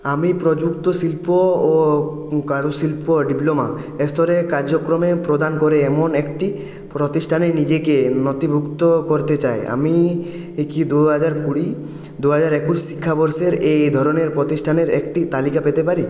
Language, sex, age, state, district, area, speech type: Bengali, male, 18-30, West Bengal, Purulia, urban, read